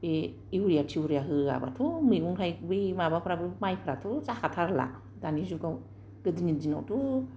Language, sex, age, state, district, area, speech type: Bodo, female, 45-60, Assam, Kokrajhar, urban, spontaneous